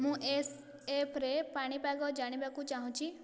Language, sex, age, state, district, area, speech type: Odia, female, 18-30, Odisha, Nayagarh, rural, read